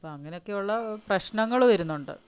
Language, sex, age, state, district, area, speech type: Malayalam, female, 45-60, Kerala, Palakkad, rural, spontaneous